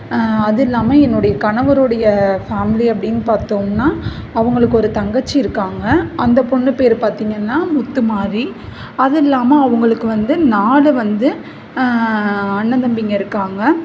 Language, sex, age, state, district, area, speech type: Tamil, female, 45-60, Tamil Nadu, Mayiladuthurai, rural, spontaneous